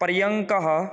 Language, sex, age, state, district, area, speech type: Sanskrit, male, 18-30, Rajasthan, Jaipur, rural, read